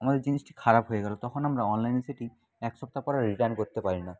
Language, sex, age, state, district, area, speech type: Bengali, male, 30-45, West Bengal, Nadia, rural, spontaneous